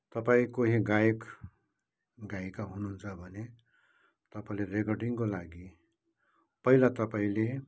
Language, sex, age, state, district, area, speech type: Nepali, male, 60+, West Bengal, Kalimpong, rural, spontaneous